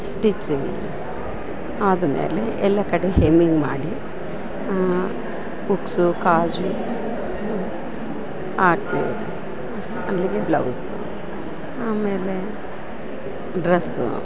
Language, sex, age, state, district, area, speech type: Kannada, female, 45-60, Karnataka, Bellary, urban, spontaneous